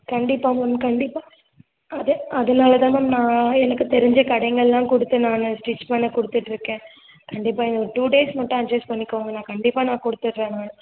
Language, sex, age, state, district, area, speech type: Tamil, female, 18-30, Tamil Nadu, Tiruvallur, urban, conversation